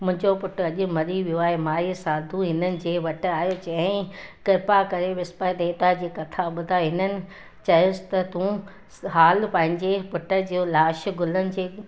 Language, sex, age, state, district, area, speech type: Sindhi, female, 60+, Gujarat, Junagadh, urban, spontaneous